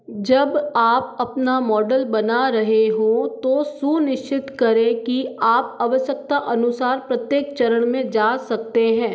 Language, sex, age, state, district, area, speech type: Hindi, female, 60+, Rajasthan, Jodhpur, urban, read